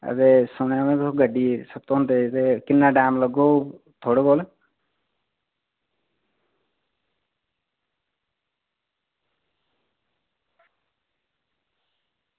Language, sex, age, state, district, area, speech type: Dogri, male, 18-30, Jammu and Kashmir, Reasi, rural, conversation